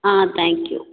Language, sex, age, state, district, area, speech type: Tamil, female, 30-45, Tamil Nadu, Ariyalur, rural, conversation